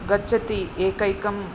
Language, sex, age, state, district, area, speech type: Sanskrit, female, 45-60, Tamil Nadu, Chennai, urban, spontaneous